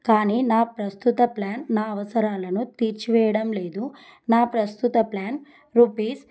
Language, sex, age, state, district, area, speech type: Telugu, female, 30-45, Telangana, Adilabad, rural, spontaneous